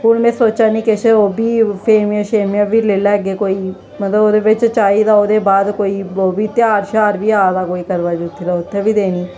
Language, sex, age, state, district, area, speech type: Dogri, female, 18-30, Jammu and Kashmir, Jammu, rural, spontaneous